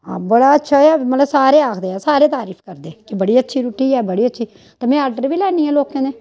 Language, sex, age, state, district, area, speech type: Dogri, female, 45-60, Jammu and Kashmir, Samba, rural, spontaneous